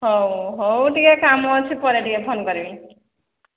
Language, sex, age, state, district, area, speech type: Odia, female, 45-60, Odisha, Angul, rural, conversation